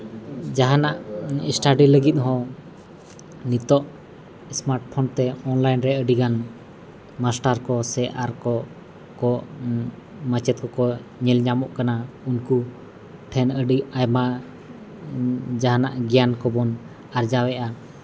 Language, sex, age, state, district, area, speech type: Santali, male, 18-30, Jharkhand, East Singhbhum, rural, spontaneous